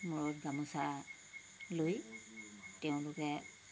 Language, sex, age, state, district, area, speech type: Assamese, female, 60+, Assam, Tinsukia, rural, spontaneous